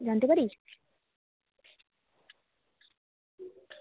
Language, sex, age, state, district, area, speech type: Bengali, female, 18-30, West Bengal, Jalpaiguri, rural, conversation